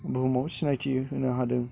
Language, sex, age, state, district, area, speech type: Bodo, male, 30-45, Assam, Chirang, rural, spontaneous